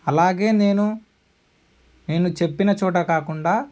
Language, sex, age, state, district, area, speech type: Telugu, male, 18-30, Andhra Pradesh, Alluri Sitarama Raju, rural, spontaneous